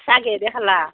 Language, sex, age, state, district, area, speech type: Assamese, female, 30-45, Assam, Nalbari, rural, conversation